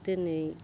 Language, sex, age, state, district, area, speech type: Bodo, female, 60+, Assam, Baksa, rural, spontaneous